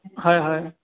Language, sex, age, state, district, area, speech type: Assamese, male, 18-30, Assam, Charaideo, urban, conversation